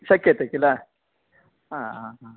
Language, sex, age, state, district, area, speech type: Sanskrit, male, 18-30, Karnataka, Gadag, rural, conversation